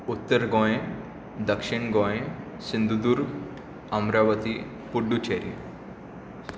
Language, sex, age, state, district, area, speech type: Goan Konkani, male, 18-30, Goa, Tiswadi, rural, spontaneous